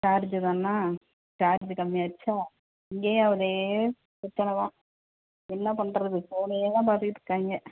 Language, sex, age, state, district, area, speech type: Tamil, female, 30-45, Tamil Nadu, Pudukkottai, urban, conversation